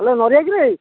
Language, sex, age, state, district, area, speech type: Odia, male, 60+, Odisha, Bhadrak, rural, conversation